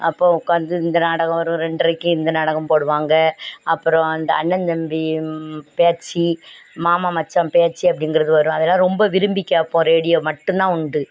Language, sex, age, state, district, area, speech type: Tamil, female, 60+, Tamil Nadu, Thoothukudi, rural, spontaneous